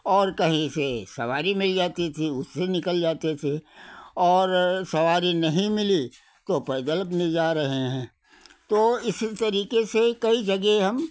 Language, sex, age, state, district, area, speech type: Hindi, male, 60+, Uttar Pradesh, Hardoi, rural, spontaneous